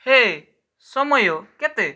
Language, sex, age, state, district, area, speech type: Odia, male, 18-30, Odisha, Balasore, rural, read